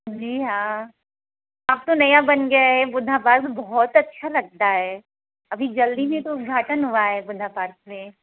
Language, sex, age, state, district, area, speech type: Hindi, female, 60+, Uttar Pradesh, Hardoi, rural, conversation